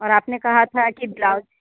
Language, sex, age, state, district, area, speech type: Hindi, female, 30-45, Madhya Pradesh, Katni, urban, conversation